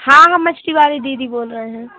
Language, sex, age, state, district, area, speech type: Hindi, female, 18-30, Madhya Pradesh, Seoni, urban, conversation